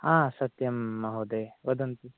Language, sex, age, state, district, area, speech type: Sanskrit, male, 30-45, Kerala, Kasaragod, rural, conversation